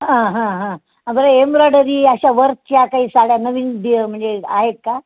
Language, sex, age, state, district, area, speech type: Marathi, female, 60+, Maharashtra, Nanded, rural, conversation